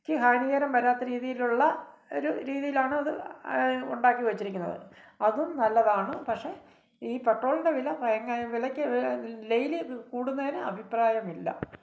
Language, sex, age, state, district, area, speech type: Malayalam, male, 45-60, Kerala, Kottayam, rural, spontaneous